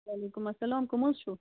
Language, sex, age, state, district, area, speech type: Kashmiri, female, 30-45, Jammu and Kashmir, Bandipora, rural, conversation